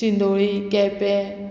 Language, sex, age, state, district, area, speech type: Goan Konkani, female, 30-45, Goa, Murmgao, rural, spontaneous